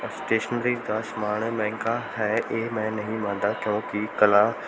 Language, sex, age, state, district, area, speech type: Punjabi, male, 18-30, Punjab, Bathinda, rural, spontaneous